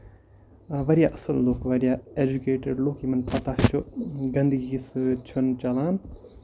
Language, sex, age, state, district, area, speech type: Kashmiri, male, 18-30, Jammu and Kashmir, Kupwara, rural, spontaneous